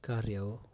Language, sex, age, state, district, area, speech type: Nepali, male, 18-30, West Bengal, Darjeeling, rural, spontaneous